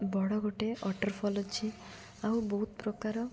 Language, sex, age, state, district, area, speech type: Odia, female, 18-30, Odisha, Malkangiri, urban, spontaneous